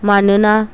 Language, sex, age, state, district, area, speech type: Bodo, female, 45-60, Assam, Chirang, rural, spontaneous